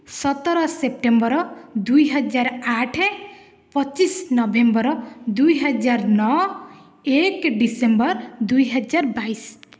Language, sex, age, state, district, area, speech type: Odia, female, 18-30, Odisha, Dhenkanal, rural, spontaneous